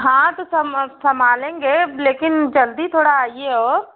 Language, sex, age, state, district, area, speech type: Hindi, female, 30-45, Uttar Pradesh, Azamgarh, rural, conversation